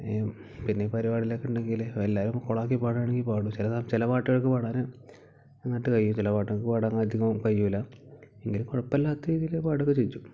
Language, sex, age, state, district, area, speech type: Malayalam, male, 18-30, Kerala, Malappuram, rural, spontaneous